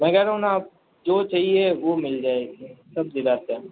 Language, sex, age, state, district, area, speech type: Hindi, male, 45-60, Rajasthan, Jodhpur, urban, conversation